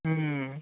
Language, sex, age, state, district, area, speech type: Bengali, male, 18-30, West Bengal, Bankura, rural, conversation